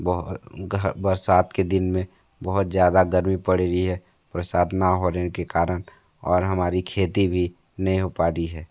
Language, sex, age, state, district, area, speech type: Hindi, male, 30-45, Uttar Pradesh, Sonbhadra, rural, spontaneous